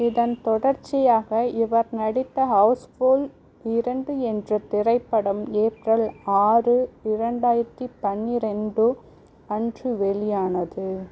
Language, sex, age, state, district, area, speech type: Tamil, female, 60+, Tamil Nadu, Cuddalore, urban, read